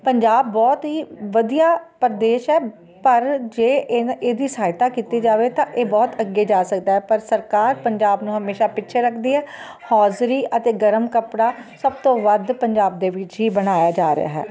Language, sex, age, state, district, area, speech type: Punjabi, female, 45-60, Punjab, Ludhiana, urban, spontaneous